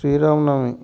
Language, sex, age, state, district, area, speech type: Telugu, male, 45-60, Andhra Pradesh, Alluri Sitarama Raju, rural, spontaneous